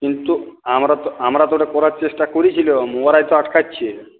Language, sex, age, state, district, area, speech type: Bengali, male, 45-60, West Bengal, Purulia, urban, conversation